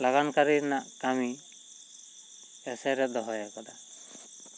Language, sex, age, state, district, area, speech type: Santali, male, 30-45, West Bengal, Bankura, rural, spontaneous